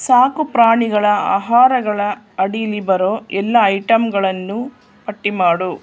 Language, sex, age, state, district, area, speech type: Kannada, female, 60+, Karnataka, Mysore, urban, read